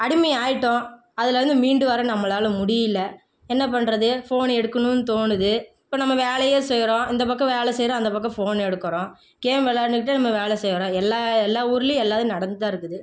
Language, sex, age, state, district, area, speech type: Tamil, female, 18-30, Tamil Nadu, Namakkal, rural, spontaneous